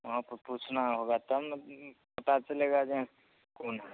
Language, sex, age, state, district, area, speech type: Hindi, male, 30-45, Bihar, Begusarai, rural, conversation